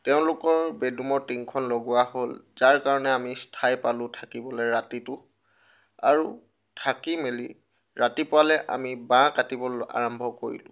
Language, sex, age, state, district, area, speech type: Assamese, male, 18-30, Assam, Tinsukia, rural, spontaneous